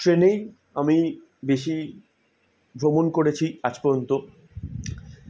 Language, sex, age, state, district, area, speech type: Bengali, male, 18-30, West Bengal, South 24 Parganas, urban, spontaneous